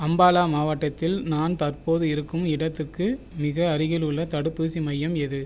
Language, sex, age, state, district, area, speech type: Tamil, male, 30-45, Tamil Nadu, Viluppuram, rural, read